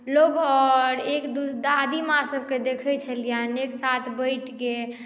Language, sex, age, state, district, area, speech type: Maithili, female, 18-30, Bihar, Madhubani, rural, spontaneous